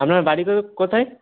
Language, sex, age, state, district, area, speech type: Bengali, male, 18-30, West Bengal, Howrah, urban, conversation